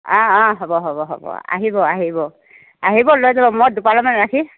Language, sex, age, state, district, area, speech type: Assamese, female, 60+, Assam, Morigaon, rural, conversation